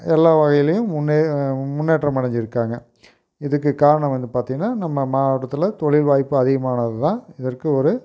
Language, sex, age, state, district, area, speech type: Tamil, male, 45-60, Tamil Nadu, Erode, rural, spontaneous